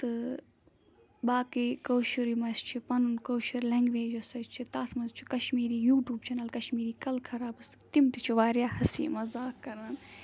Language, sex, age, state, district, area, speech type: Kashmiri, female, 18-30, Jammu and Kashmir, Ganderbal, rural, spontaneous